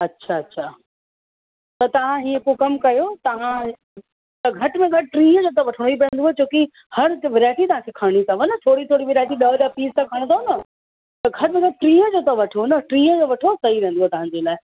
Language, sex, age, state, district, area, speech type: Sindhi, female, 30-45, Uttar Pradesh, Lucknow, urban, conversation